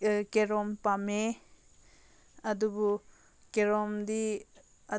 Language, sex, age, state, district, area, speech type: Manipuri, female, 30-45, Manipur, Senapati, rural, spontaneous